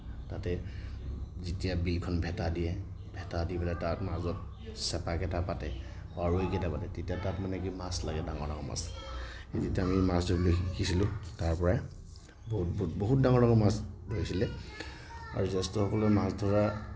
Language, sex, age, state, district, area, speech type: Assamese, male, 30-45, Assam, Nagaon, rural, spontaneous